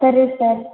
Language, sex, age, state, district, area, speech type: Telugu, female, 18-30, Andhra Pradesh, Chittoor, rural, conversation